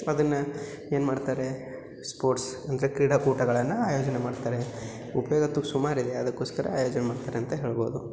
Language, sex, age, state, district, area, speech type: Kannada, male, 18-30, Karnataka, Yadgir, rural, spontaneous